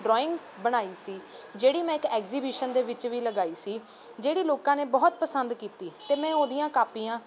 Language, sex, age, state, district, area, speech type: Punjabi, female, 18-30, Punjab, Ludhiana, urban, spontaneous